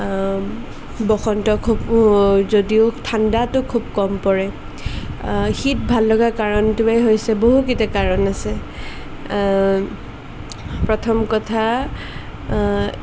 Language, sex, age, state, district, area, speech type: Assamese, female, 18-30, Assam, Sonitpur, rural, spontaneous